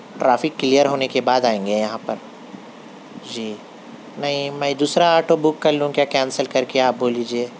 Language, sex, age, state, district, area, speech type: Urdu, male, 45-60, Telangana, Hyderabad, urban, spontaneous